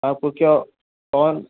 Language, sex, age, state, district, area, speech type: Hindi, male, 60+, Rajasthan, Jodhpur, urban, conversation